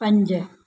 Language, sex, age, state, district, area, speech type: Sindhi, female, 60+, Maharashtra, Thane, urban, read